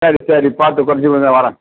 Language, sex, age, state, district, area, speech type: Tamil, male, 60+, Tamil Nadu, Perambalur, rural, conversation